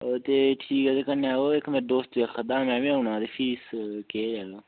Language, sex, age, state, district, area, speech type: Dogri, male, 18-30, Jammu and Kashmir, Udhampur, rural, conversation